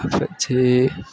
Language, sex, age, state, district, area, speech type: Gujarati, male, 18-30, Gujarat, Valsad, rural, spontaneous